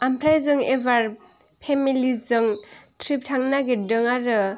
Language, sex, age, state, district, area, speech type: Bodo, female, 18-30, Assam, Chirang, rural, spontaneous